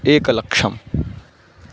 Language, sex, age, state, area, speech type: Sanskrit, male, 18-30, Bihar, rural, spontaneous